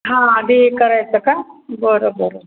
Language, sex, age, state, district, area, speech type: Marathi, female, 60+, Maharashtra, Pune, urban, conversation